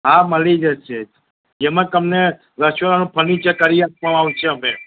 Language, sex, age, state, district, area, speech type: Gujarati, male, 60+, Gujarat, Kheda, rural, conversation